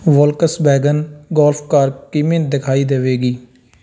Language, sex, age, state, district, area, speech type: Punjabi, male, 18-30, Punjab, Fatehgarh Sahib, rural, read